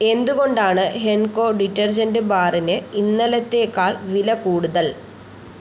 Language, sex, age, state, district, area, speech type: Malayalam, female, 18-30, Kerala, Thiruvananthapuram, rural, read